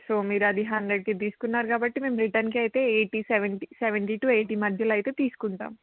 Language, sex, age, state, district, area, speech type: Telugu, female, 18-30, Telangana, Adilabad, urban, conversation